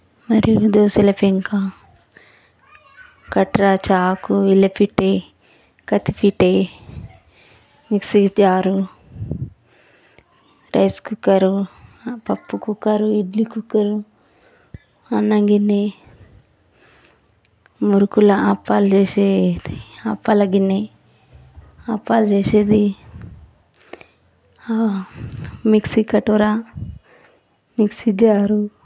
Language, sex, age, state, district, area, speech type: Telugu, female, 30-45, Telangana, Vikarabad, urban, spontaneous